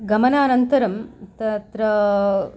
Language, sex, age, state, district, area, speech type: Sanskrit, female, 45-60, Telangana, Hyderabad, urban, spontaneous